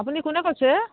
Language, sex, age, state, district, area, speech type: Assamese, female, 60+, Assam, Dibrugarh, rural, conversation